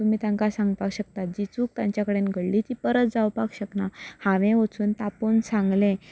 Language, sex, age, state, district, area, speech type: Goan Konkani, female, 18-30, Goa, Canacona, rural, spontaneous